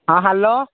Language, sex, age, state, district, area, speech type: Odia, male, 45-60, Odisha, Angul, rural, conversation